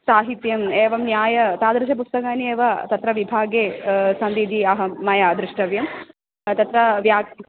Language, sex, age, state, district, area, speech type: Sanskrit, female, 18-30, Kerala, Thrissur, urban, conversation